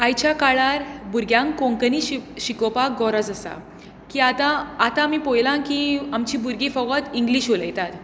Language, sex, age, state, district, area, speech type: Goan Konkani, female, 18-30, Goa, Tiswadi, rural, spontaneous